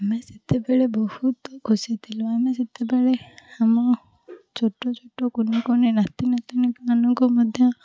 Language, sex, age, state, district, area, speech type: Odia, female, 45-60, Odisha, Puri, urban, spontaneous